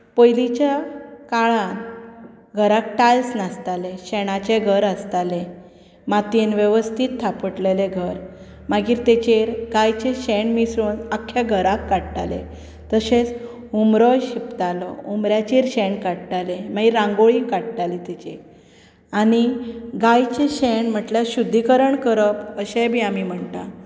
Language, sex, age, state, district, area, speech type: Goan Konkani, female, 30-45, Goa, Bardez, rural, spontaneous